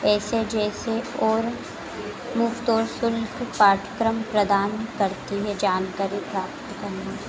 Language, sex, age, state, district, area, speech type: Hindi, female, 18-30, Madhya Pradesh, Harda, urban, spontaneous